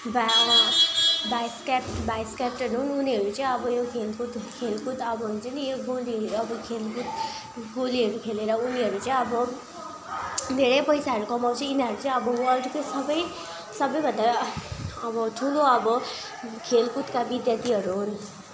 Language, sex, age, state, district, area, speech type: Nepali, female, 18-30, West Bengal, Darjeeling, rural, spontaneous